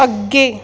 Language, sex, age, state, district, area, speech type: Punjabi, female, 45-60, Punjab, Tarn Taran, urban, read